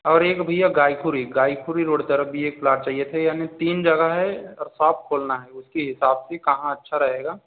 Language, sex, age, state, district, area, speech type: Hindi, male, 18-30, Madhya Pradesh, Balaghat, rural, conversation